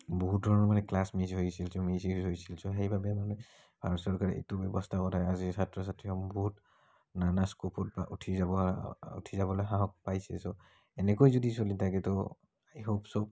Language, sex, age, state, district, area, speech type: Assamese, male, 18-30, Assam, Barpeta, rural, spontaneous